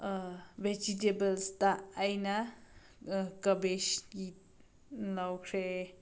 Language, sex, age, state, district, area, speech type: Manipuri, female, 30-45, Manipur, Senapati, rural, spontaneous